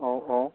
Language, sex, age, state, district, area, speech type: Bodo, male, 45-60, Assam, Kokrajhar, urban, conversation